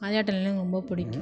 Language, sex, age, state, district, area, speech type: Tamil, female, 18-30, Tamil Nadu, Thanjavur, urban, spontaneous